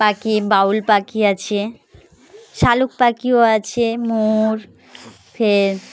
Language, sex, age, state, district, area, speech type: Bengali, female, 30-45, West Bengal, Dakshin Dinajpur, urban, spontaneous